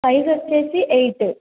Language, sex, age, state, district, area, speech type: Telugu, female, 18-30, Telangana, Sangareddy, rural, conversation